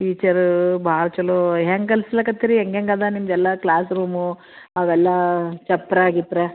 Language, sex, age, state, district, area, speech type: Kannada, female, 45-60, Karnataka, Gulbarga, urban, conversation